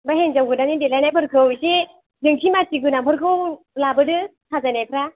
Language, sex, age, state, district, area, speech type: Bodo, female, 18-30, Assam, Chirang, urban, conversation